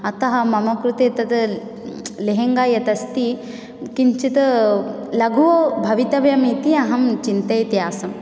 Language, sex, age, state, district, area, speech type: Sanskrit, female, 18-30, Odisha, Ganjam, urban, spontaneous